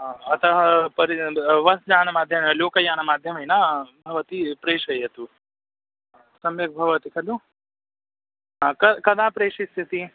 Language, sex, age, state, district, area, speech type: Sanskrit, male, 18-30, Odisha, Bargarh, rural, conversation